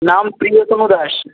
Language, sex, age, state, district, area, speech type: Bengali, male, 18-30, West Bengal, Uttar Dinajpur, urban, conversation